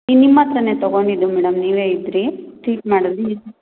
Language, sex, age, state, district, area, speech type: Kannada, female, 18-30, Karnataka, Kolar, rural, conversation